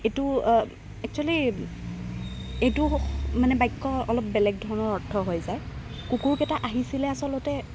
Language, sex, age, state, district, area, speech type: Assamese, female, 18-30, Assam, Golaghat, urban, spontaneous